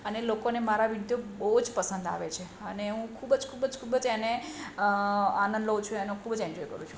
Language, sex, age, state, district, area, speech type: Gujarati, female, 45-60, Gujarat, Surat, urban, spontaneous